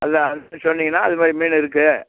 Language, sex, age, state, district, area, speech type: Tamil, male, 60+, Tamil Nadu, Kallakurichi, urban, conversation